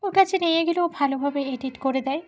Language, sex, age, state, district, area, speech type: Bengali, female, 18-30, West Bengal, Dakshin Dinajpur, urban, spontaneous